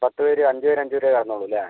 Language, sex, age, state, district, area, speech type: Malayalam, male, 18-30, Kerala, Wayanad, rural, conversation